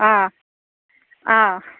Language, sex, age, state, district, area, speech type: Assamese, female, 45-60, Assam, Nalbari, rural, conversation